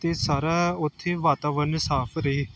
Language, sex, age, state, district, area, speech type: Punjabi, male, 18-30, Punjab, Gurdaspur, urban, spontaneous